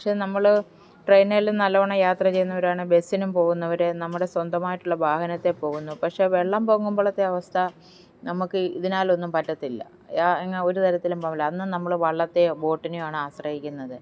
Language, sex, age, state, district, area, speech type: Malayalam, female, 45-60, Kerala, Alappuzha, rural, spontaneous